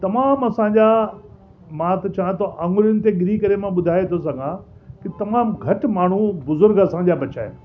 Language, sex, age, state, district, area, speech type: Sindhi, male, 60+, Delhi, South Delhi, urban, spontaneous